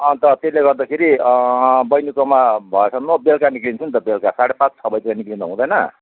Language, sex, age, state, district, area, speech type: Nepali, male, 45-60, West Bengal, Kalimpong, rural, conversation